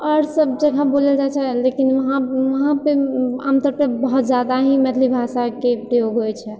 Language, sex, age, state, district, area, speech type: Maithili, female, 30-45, Bihar, Purnia, rural, spontaneous